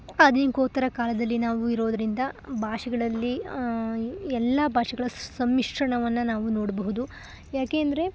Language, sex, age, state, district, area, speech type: Kannada, female, 18-30, Karnataka, Chikkamagaluru, rural, spontaneous